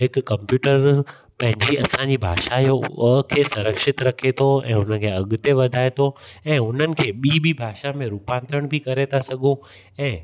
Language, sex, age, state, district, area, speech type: Sindhi, male, 30-45, Gujarat, Kutch, rural, spontaneous